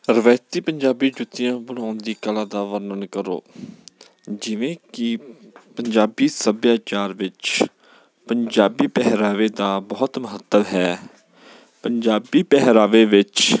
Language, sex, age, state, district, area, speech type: Punjabi, male, 30-45, Punjab, Bathinda, urban, spontaneous